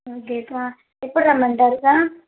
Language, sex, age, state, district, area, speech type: Telugu, female, 30-45, Andhra Pradesh, Kadapa, rural, conversation